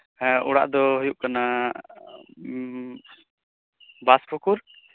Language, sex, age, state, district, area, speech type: Santali, male, 18-30, West Bengal, Birbhum, rural, conversation